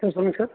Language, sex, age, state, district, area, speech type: Tamil, male, 18-30, Tamil Nadu, Nilgiris, rural, conversation